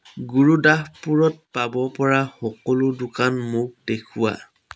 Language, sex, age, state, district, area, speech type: Assamese, male, 30-45, Assam, Dhemaji, rural, read